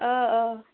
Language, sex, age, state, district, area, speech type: Kashmiri, female, 18-30, Jammu and Kashmir, Bandipora, rural, conversation